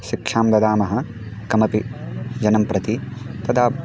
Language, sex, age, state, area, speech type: Sanskrit, male, 18-30, Uttarakhand, rural, spontaneous